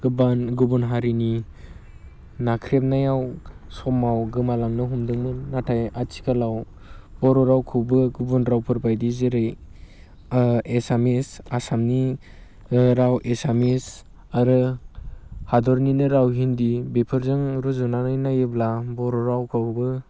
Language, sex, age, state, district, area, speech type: Bodo, male, 18-30, Assam, Baksa, rural, spontaneous